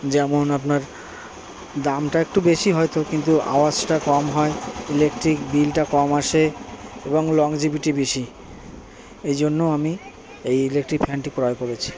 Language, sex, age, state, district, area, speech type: Bengali, male, 60+, West Bengal, Purba Bardhaman, rural, spontaneous